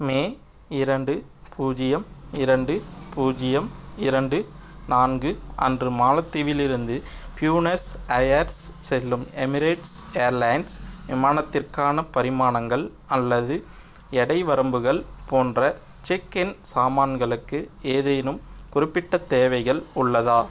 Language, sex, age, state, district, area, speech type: Tamil, male, 18-30, Tamil Nadu, Madurai, urban, read